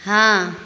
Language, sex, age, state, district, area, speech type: Maithili, female, 30-45, Bihar, Begusarai, rural, read